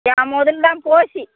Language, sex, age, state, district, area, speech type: Tamil, female, 45-60, Tamil Nadu, Tirupattur, rural, conversation